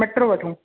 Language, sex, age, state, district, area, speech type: Sindhi, male, 18-30, Uttar Pradesh, Lucknow, urban, conversation